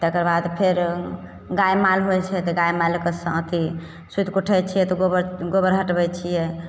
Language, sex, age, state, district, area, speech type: Maithili, female, 30-45, Bihar, Begusarai, rural, spontaneous